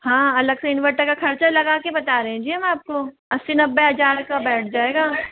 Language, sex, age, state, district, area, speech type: Hindi, female, 30-45, Rajasthan, Jodhpur, urban, conversation